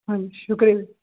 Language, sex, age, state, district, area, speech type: Punjabi, male, 18-30, Punjab, Muktsar, urban, conversation